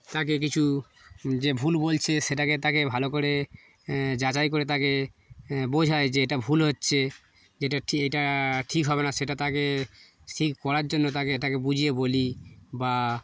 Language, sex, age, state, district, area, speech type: Bengali, male, 30-45, West Bengal, Darjeeling, urban, spontaneous